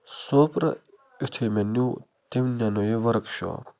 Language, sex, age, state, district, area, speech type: Kashmiri, male, 45-60, Jammu and Kashmir, Baramulla, rural, spontaneous